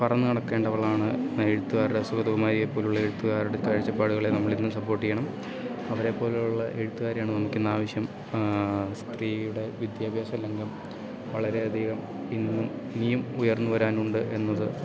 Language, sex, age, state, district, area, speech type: Malayalam, male, 18-30, Kerala, Idukki, rural, spontaneous